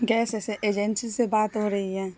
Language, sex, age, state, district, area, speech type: Urdu, female, 30-45, Bihar, Saharsa, rural, spontaneous